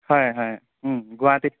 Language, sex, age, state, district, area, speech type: Assamese, male, 45-60, Assam, Nagaon, rural, conversation